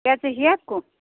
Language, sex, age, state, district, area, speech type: Hindi, female, 60+, Uttar Pradesh, Sitapur, rural, conversation